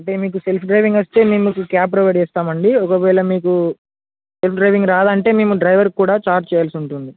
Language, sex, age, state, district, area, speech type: Telugu, male, 18-30, Telangana, Bhadradri Kothagudem, urban, conversation